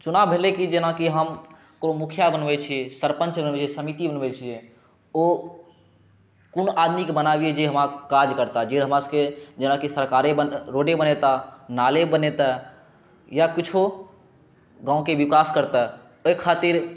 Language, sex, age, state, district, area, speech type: Maithili, male, 18-30, Bihar, Saharsa, rural, spontaneous